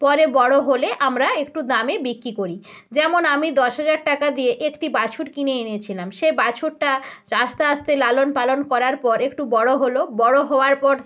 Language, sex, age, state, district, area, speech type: Bengali, female, 30-45, West Bengal, North 24 Parganas, rural, spontaneous